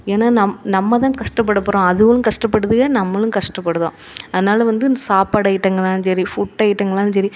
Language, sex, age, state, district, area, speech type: Tamil, female, 30-45, Tamil Nadu, Thoothukudi, urban, spontaneous